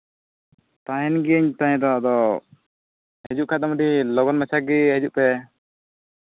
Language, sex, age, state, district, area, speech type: Santali, male, 18-30, Jharkhand, Pakur, rural, conversation